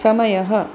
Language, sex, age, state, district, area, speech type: Sanskrit, female, 45-60, Maharashtra, Pune, urban, read